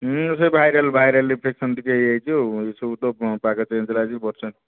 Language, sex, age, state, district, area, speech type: Odia, male, 45-60, Odisha, Nayagarh, rural, conversation